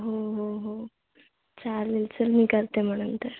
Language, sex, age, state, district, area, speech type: Marathi, female, 18-30, Maharashtra, Thane, urban, conversation